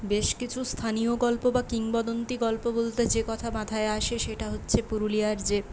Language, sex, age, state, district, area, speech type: Bengali, female, 18-30, West Bengal, Purulia, urban, spontaneous